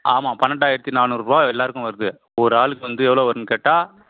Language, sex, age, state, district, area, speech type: Tamil, male, 45-60, Tamil Nadu, Viluppuram, rural, conversation